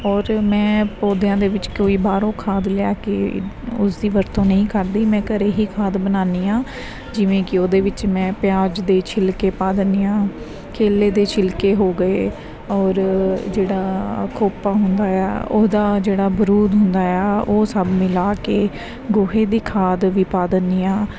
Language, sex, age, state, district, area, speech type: Punjabi, female, 30-45, Punjab, Mansa, urban, spontaneous